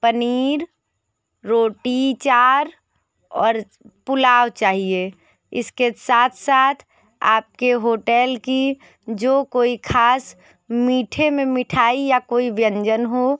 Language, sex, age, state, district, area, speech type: Hindi, female, 30-45, Uttar Pradesh, Sonbhadra, rural, spontaneous